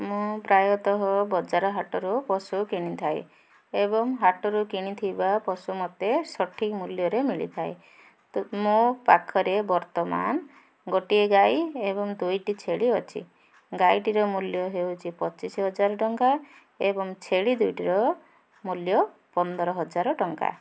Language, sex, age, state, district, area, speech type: Odia, female, 45-60, Odisha, Ganjam, urban, spontaneous